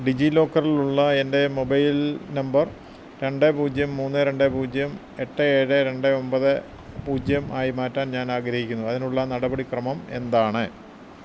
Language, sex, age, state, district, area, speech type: Malayalam, male, 60+, Kerala, Kottayam, rural, read